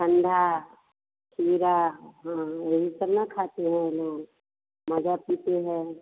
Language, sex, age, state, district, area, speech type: Hindi, female, 60+, Bihar, Vaishali, urban, conversation